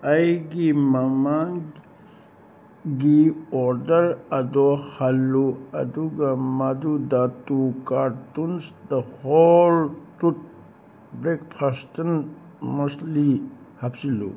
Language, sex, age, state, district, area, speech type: Manipuri, male, 60+, Manipur, Churachandpur, urban, read